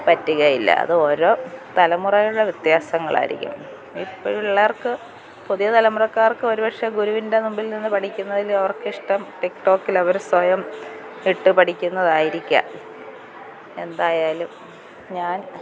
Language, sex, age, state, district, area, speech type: Malayalam, female, 45-60, Kerala, Kottayam, rural, spontaneous